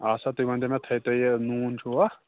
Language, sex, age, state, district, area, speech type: Kashmiri, male, 18-30, Jammu and Kashmir, Pulwama, rural, conversation